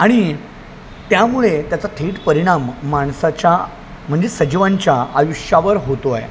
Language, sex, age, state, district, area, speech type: Marathi, male, 30-45, Maharashtra, Palghar, rural, spontaneous